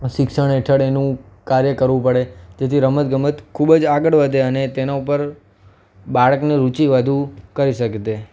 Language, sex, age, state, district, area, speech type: Gujarati, male, 18-30, Gujarat, Anand, urban, spontaneous